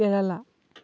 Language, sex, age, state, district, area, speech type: Assamese, male, 18-30, Assam, Dhemaji, rural, spontaneous